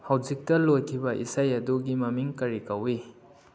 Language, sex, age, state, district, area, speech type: Manipuri, male, 18-30, Manipur, Kakching, rural, read